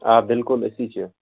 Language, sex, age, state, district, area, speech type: Kashmiri, male, 18-30, Jammu and Kashmir, Baramulla, rural, conversation